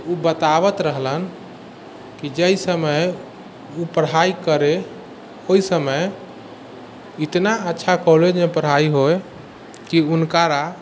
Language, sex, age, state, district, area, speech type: Maithili, male, 45-60, Bihar, Sitamarhi, rural, spontaneous